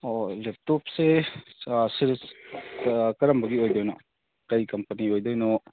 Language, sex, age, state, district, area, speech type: Manipuri, male, 45-60, Manipur, Kangpokpi, urban, conversation